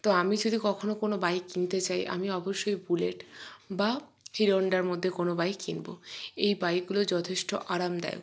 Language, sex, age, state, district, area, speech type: Bengali, female, 45-60, West Bengal, Purba Bardhaman, urban, spontaneous